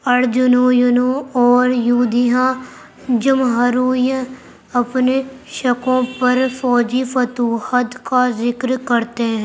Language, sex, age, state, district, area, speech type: Urdu, female, 45-60, Delhi, Central Delhi, urban, read